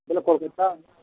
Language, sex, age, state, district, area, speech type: Odia, male, 45-60, Odisha, Nuapada, urban, conversation